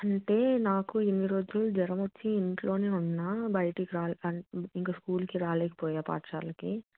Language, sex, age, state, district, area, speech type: Telugu, female, 18-30, Telangana, Hyderabad, urban, conversation